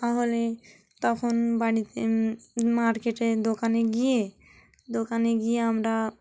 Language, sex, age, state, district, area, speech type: Bengali, female, 30-45, West Bengal, Dakshin Dinajpur, urban, spontaneous